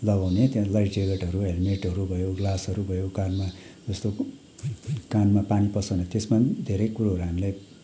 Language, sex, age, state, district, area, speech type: Nepali, male, 45-60, West Bengal, Kalimpong, rural, spontaneous